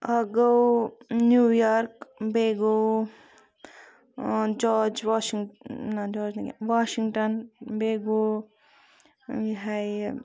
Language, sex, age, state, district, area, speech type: Kashmiri, female, 30-45, Jammu and Kashmir, Bandipora, rural, spontaneous